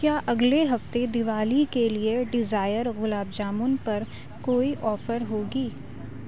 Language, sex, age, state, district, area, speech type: Urdu, female, 18-30, Uttar Pradesh, Aligarh, urban, read